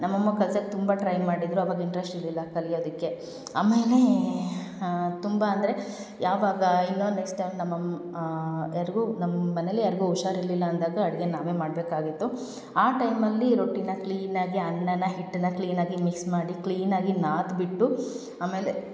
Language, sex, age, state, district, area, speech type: Kannada, female, 18-30, Karnataka, Hassan, rural, spontaneous